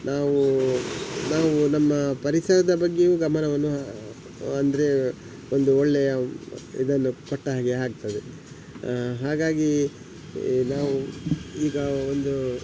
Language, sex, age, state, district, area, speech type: Kannada, male, 45-60, Karnataka, Udupi, rural, spontaneous